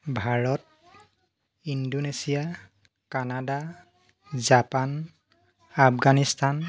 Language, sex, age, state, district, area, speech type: Assamese, male, 30-45, Assam, Jorhat, urban, spontaneous